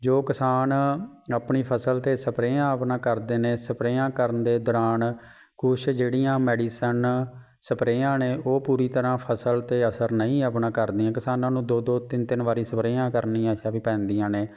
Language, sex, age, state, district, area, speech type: Punjabi, male, 30-45, Punjab, Fatehgarh Sahib, urban, spontaneous